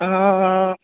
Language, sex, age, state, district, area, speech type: Maithili, male, 45-60, Bihar, Purnia, rural, conversation